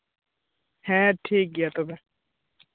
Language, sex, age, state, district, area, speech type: Santali, male, 18-30, West Bengal, Purba Bardhaman, rural, conversation